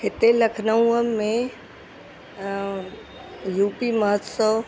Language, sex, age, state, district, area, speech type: Sindhi, female, 60+, Uttar Pradesh, Lucknow, urban, spontaneous